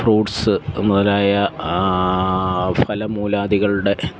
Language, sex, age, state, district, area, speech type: Malayalam, male, 45-60, Kerala, Alappuzha, rural, spontaneous